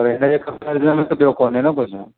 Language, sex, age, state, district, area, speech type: Sindhi, male, 30-45, Gujarat, Kutch, urban, conversation